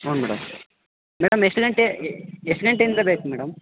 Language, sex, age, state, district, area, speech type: Kannada, male, 18-30, Karnataka, Chitradurga, rural, conversation